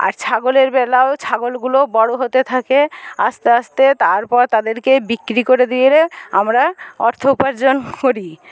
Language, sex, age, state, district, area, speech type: Bengali, female, 60+, West Bengal, Paschim Medinipur, rural, spontaneous